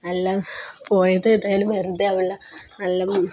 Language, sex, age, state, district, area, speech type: Malayalam, female, 30-45, Kerala, Kozhikode, rural, spontaneous